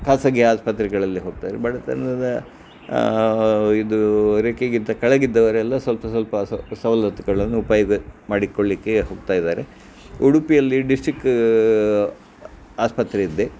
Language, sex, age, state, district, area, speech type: Kannada, male, 60+, Karnataka, Udupi, rural, spontaneous